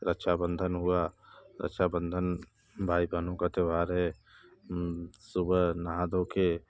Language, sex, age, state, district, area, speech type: Hindi, male, 30-45, Uttar Pradesh, Bhadohi, rural, spontaneous